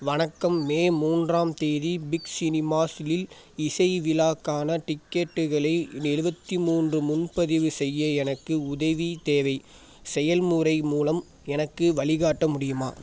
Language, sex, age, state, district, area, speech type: Tamil, male, 18-30, Tamil Nadu, Thanjavur, rural, read